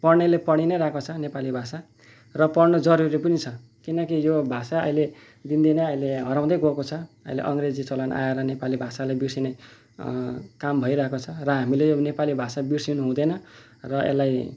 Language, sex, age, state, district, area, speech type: Nepali, male, 30-45, West Bengal, Kalimpong, rural, spontaneous